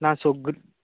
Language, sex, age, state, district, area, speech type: Goan Konkani, male, 30-45, Goa, Canacona, rural, conversation